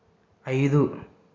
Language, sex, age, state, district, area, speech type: Telugu, male, 45-60, Andhra Pradesh, East Godavari, rural, read